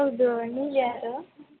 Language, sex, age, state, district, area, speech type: Kannada, female, 18-30, Karnataka, Chitradurga, rural, conversation